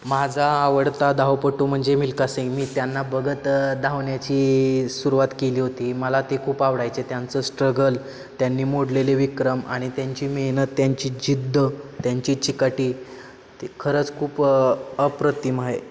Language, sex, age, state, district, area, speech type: Marathi, male, 18-30, Maharashtra, Satara, urban, spontaneous